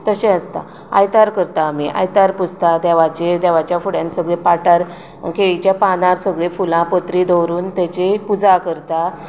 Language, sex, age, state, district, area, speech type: Goan Konkani, female, 30-45, Goa, Tiswadi, rural, spontaneous